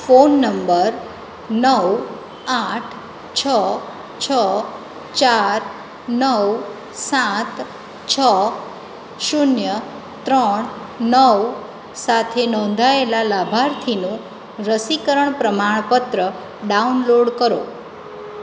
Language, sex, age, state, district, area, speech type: Gujarati, female, 45-60, Gujarat, Surat, urban, read